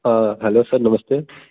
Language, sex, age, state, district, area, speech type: Hindi, male, 30-45, Uttar Pradesh, Bhadohi, rural, conversation